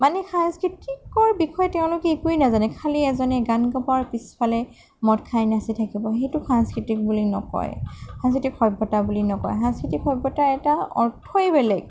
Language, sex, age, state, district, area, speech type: Assamese, female, 45-60, Assam, Sonitpur, rural, spontaneous